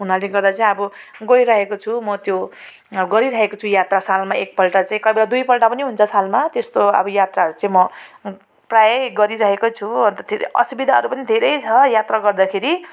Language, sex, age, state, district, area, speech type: Nepali, female, 30-45, West Bengal, Jalpaiguri, rural, spontaneous